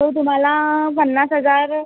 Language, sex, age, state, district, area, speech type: Marathi, female, 18-30, Maharashtra, Nagpur, urban, conversation